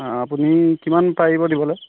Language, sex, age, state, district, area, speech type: Assamese, male, 18-30, Assam, Golaghat, rural, conversation